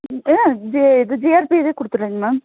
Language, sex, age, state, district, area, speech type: Tamil, female, 30-45, Tamil Nadu, Nilgiris, urban, conversation